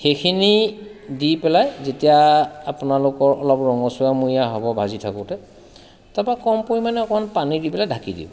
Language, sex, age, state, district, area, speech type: Assamese, male, 45-60, Assam, Sivasagar, rural, spontaneous